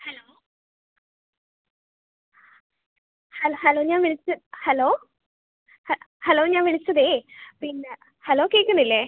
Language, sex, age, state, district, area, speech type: Malayalam, female, 18-30, Kerala, Wayanad, rural, conversation